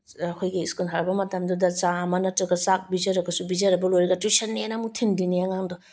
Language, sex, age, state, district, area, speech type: Manipuri, female, 30-45, Manipur, Bishnupur, rural, spontaneous